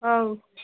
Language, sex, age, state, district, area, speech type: Odia, female, 45-60, Odisha, Gajapati, rural, conversation